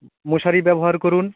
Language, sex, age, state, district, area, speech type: Bengali, male, 45-60, West Bengal, North 24 Parganas, urban, conversation